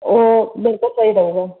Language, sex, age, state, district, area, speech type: Punjabi, female, 18-30, Punjab, Fazilka, rural, conversation